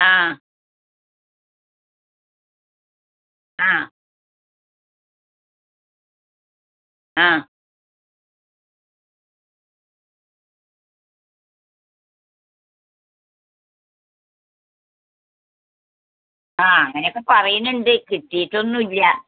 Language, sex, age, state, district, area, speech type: Malayalam, female, 60+, Kerala, Malappuram, rural, conversation